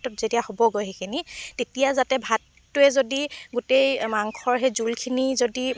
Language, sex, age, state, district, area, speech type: Assamese, female, 18-30, Assam, Dibrugarh, rural, spontaneous